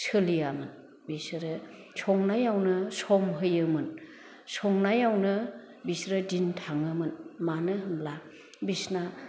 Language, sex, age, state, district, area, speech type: Bodo, female, 60+, Assam, Chirang, rural, spontaneous